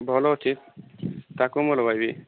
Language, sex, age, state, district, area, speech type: Odia, male, 30-45, Odisha, Boudh, rural, conversation